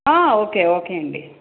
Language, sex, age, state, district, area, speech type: Telugu, male, 18-30, Andhra Pradesh, Guntur, urban, conversation